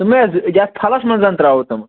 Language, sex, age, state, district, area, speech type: Kashmiri, male, 18-30, Jammu and Kashmir, Bandipora, rural, conversation